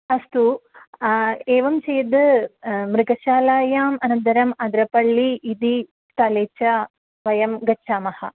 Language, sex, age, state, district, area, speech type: Sanskrit, female, 18-30, Kerala, Thrissur, rural, conversation